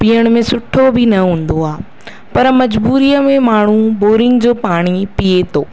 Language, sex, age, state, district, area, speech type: Sindhi, female, 45-60, Madhya Pradesh, Katni, urban, spontaneous